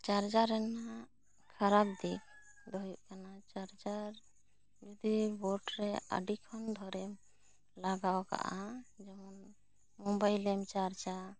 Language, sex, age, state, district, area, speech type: Santali, female, 30-45, West Bengal, Bankura, rural, spontaneous